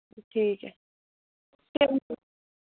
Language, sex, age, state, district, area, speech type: Hindi, female, 18-30, Rajasthan, Nagaur, rural, conversation